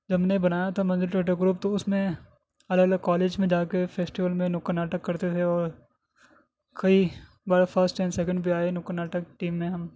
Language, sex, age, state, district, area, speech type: Urdu, male, 30-45, Delhi, South Delhi, urban, spontaneous